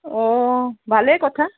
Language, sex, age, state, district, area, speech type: Assamese, female, 45-60, Assam, Dibrugarh, rural, conversation